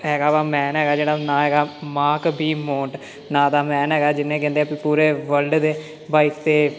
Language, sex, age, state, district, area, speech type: Punjabi, male, 18-30, Punjab, Amritsar, urban, spontaneous